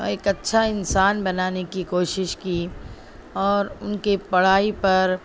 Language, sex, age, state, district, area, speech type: Urdu, female, 30-45, Telangana, Hyderabad, urban, spontaneous